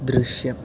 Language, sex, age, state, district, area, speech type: Malayalam, male, 18-30, Kerala, Palakkad, rural, read